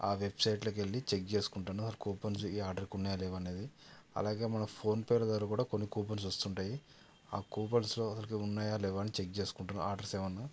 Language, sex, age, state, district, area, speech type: Telugu, male, 30-45, Telangana, Yadadri Bhuvanagiri, urban, spontaneous